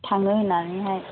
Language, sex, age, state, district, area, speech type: Bodo, female, 18-30, Assam, Chirang, rural, conversation